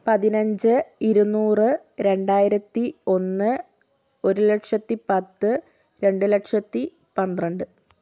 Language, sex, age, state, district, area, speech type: Malayalam, female, 18-30, Kerala, Kozhikode, urban, spontaneous